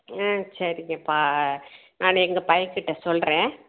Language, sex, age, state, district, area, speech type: Tamil, female, 60+, Tamil Nadu, Madurai, rural, conversation